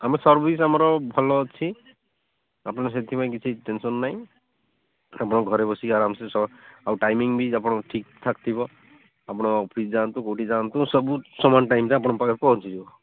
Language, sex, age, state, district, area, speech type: Odia, male, 30-45, Odisha, Malkangiri, urban, conversation